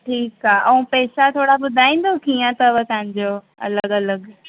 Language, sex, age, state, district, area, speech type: Sindhi, female, 18-30, Maharashtra, Thane, urban, conversation